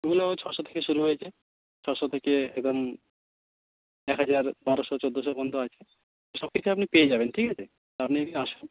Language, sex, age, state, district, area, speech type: Bengali, male, 45-60, West Bengal, Jhargram, rural, conversation